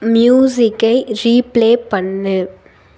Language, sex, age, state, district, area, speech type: Tamil, female, 18-30, Tamil Nadu, Tiruppur, rural, read